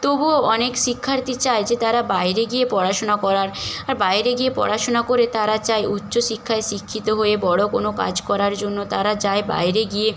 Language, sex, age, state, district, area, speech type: Bengali, female, 18-30, West Bengal, Nadia, rural, spontaneous